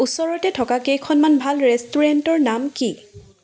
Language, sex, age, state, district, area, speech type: Assamese, female, 18-30, Assam, Charaideo, urban, read